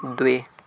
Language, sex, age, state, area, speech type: Sanskrit, male, 18-30, Madhya Pradesh, urban, read